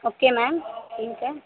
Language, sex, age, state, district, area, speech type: Hindi, female, 30-45, Uttar Pradesh, Azamgarh, rural, conversation